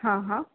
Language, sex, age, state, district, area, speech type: Gujarati, female, 18-30, Gujarat, Mehsana, rural, conversation